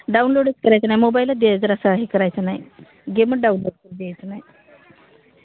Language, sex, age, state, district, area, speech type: Marathi, female, 30-45, Maharashtra, Hingoli, urban, conversation